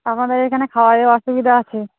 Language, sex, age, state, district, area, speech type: Bengali, female, 30-45, West Bengal, Darjeeling, urban, conversation